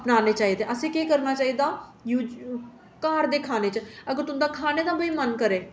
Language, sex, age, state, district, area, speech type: Dogri, female, 30-45, Jammu and Kashmir, Reasi, urban, spontaneous